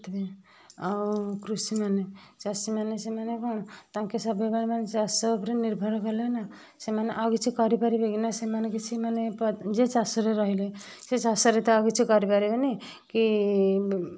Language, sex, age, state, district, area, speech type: Odia, female, 30-45, Odisha, Kendujhar, urban, spontaneous